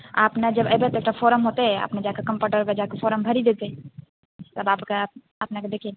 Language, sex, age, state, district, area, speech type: Maithili, female, 18-30, Bihar, Purnia, rural, conversation